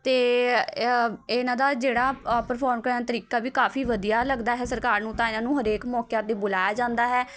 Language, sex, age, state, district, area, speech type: Punjabi, female, 18-30, Punjab, Patiala, urban, spontaneous